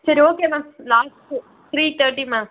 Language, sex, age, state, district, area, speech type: Tamil, female, 18-30, Tamil Nadu, Vellore, urban, conversation